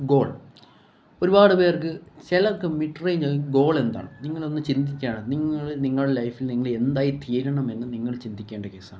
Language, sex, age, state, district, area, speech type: Malayalam, male, 18-30, Kerala, Kollam, rural, spontaneous